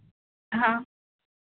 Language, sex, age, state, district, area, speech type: Hindi, female, 30-45, Madhya Pradesh, Betul, urban, conversation